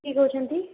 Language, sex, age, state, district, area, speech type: Odia, female, 18-30, Odisha, Puri, urban, conversation